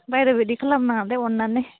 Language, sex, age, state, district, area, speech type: Bodo, female, 18-30, Assam, Kokrajhar, rural, conversation